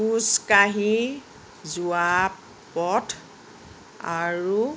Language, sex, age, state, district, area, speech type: Assamese, female, 30-45, Assam, Nagaon, rural, read